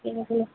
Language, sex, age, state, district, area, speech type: Tamil, female, 45-60, Tamil Nadu, Tiruchirappalli, rural, conversation